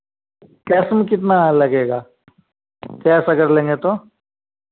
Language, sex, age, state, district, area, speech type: Hindi, male, 45-60, Bihar, Begusarai, urban, conversation